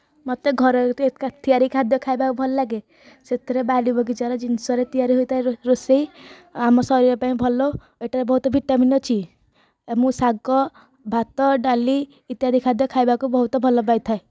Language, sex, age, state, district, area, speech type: Odia, female, 18-30, Odisha, Nayagarh, rural, spontaneous